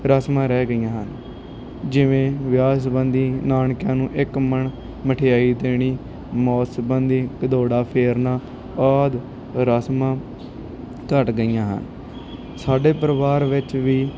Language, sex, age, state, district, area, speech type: Punjabi, male, 18-30, Punjab, Bathinda, rural, spontaneous